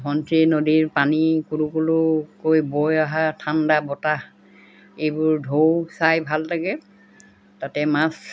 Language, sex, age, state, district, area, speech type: Assamese, female, 60+, Assam, Golaghat, rural, spontaneous